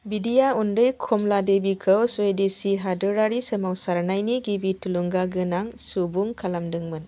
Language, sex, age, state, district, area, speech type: Bodo, female, 45-60, Assam, Chirang, rural, read